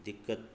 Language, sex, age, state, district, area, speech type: Sindhi, male, 30-45, Gujarat, Kutch, rural, spontaneous